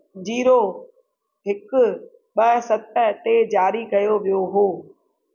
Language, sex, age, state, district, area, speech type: Sindhi, female, 60+, Rajasthan, Ajmer, urban, read